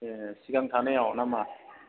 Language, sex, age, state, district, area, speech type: Bodo, male, 45-60, Assam, Chirang, rural, conversation